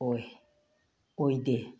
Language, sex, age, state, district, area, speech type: Manipuri, female, 60+, Manipur, Tengnoupal, rural, spontaneous